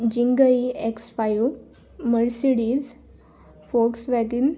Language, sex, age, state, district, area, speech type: Marathi, female, 18-30, Maharashtra, Bhandara, rural, spontaneous